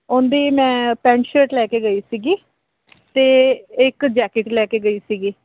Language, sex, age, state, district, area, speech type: Punjabi, female, 30-45, Punjab, Fazilka, rural, conversation